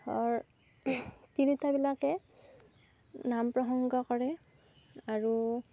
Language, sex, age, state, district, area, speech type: Assamese, female, 30-45, Assam, Darrang, rural, spontaneous